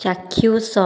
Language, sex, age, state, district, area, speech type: Odia, female, 18-30, Odisha, Khordha, rural, read